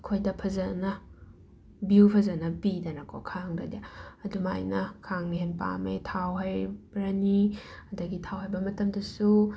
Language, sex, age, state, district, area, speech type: Manipuri, female, 30-45, Manipur, Imphal West, urban, spontaneous